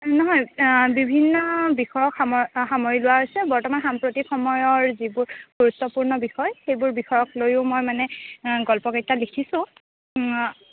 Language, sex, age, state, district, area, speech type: Assamese, female, 18-30, Assam, Kamrup Metropolitan, urban, conversation